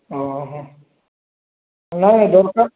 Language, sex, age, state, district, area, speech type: Odia, male, 30-45, Odisha, Boudh, rural, conversation